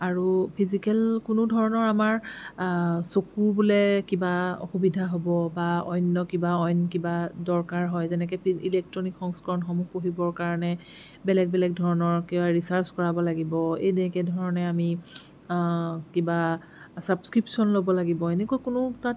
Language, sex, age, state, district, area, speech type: Assamese, female, 30-45, Assam, Jorhat, urban, spontaneous